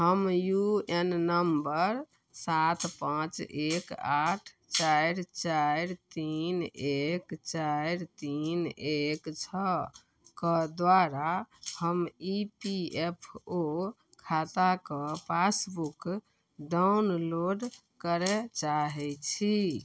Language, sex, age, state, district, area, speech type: Maithili, female, 45-60, Bihar, Darbhanga, urban, read